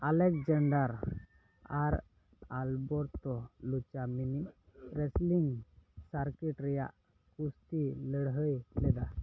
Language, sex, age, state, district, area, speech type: Santali, male, 18-30, West Bengal, Dakshin Dinajpur, rural, read